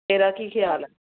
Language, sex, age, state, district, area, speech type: Punjabi, female, 30-45, Punjab, Amritsar, urban, conversation